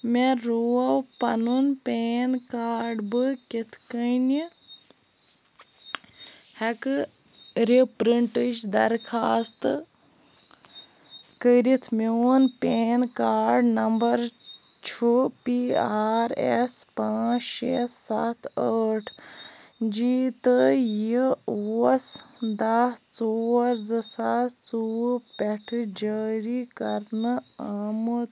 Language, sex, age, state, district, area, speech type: Kashmiri, female, 18-30, Jammu and Kashmir, Bandipora, rural, read